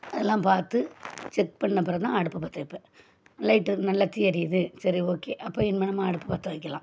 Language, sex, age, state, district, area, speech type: Tamil, female, 45-60, Tamil Nadu, Thoothukudi, rural, spontaneous